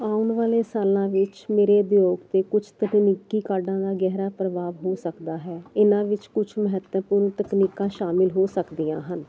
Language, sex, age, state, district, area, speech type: Punjabi, female, 45-60, Punjab, Jalandhar, urban, spontaneous